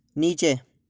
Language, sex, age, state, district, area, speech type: Hindi, male, 18-30, Madhya Pradesh, Gwalior, urban, read